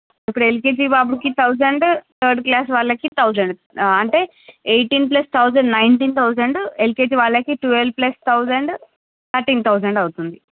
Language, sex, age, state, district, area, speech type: Telugu, female, 18-30, Andhra Pradesh, Srikakulam, urban, conversation